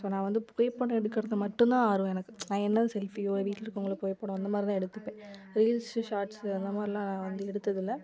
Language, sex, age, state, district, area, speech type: Tamil, female, 18-30, Tamil Nadu, Sivaganga, rural, spontaneous